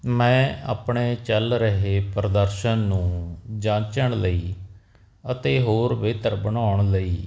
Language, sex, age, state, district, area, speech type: Punjabi, male, 45-60, Punjab, Barnala, urban, spontaneous